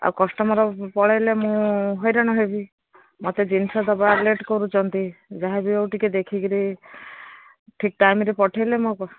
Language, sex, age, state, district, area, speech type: Odia, female, 60+, Odisha, Gajapati, rural, conversation